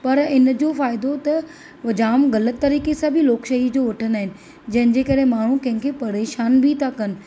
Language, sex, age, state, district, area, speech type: Sindhi, female, 30-45, Maharashtra, Thane, urban, spontaneous